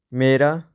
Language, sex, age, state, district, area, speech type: Punjabi, male, 18-30, Punjab, Patiala, urban, read